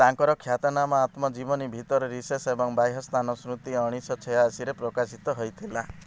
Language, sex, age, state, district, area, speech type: Odia, male, 30-45, Odisha, Rayagada, rural, read